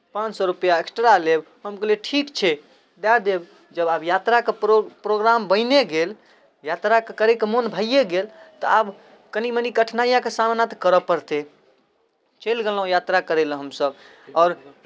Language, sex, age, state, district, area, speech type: Maithili, male, 18-30, Bihar, Darbhanga, urban, spontaneous